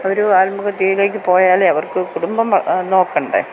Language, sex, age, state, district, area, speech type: Malayalam, female, 60+, Kerala, Kottayam, urban, spontaneous